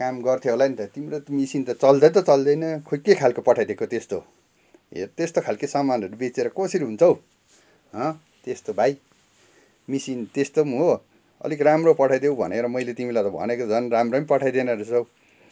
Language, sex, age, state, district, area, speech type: Nepali, male, 60+, West Bengal, Darjeeling, rural, spontaneous